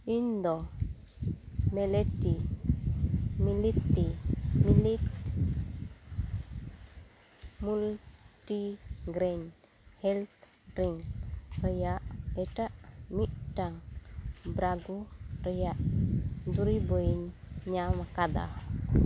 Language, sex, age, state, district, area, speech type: Santali, female, 45-60, West Bengal, Uttar Dinajpur, rural, read